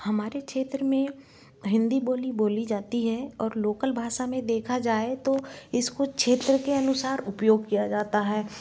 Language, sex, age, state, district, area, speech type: Hindi, female, 18-30, Madhya Pradesh, Bhopal, urban, spontaneous